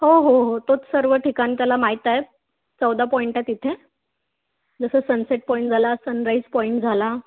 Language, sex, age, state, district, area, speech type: Marathi, female, 18-30, Maharashtra, Wardha, rural, conversation